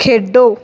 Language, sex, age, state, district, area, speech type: Punjabi, female, 18-30, Punjab, Fatehgarh Sahib, rural, read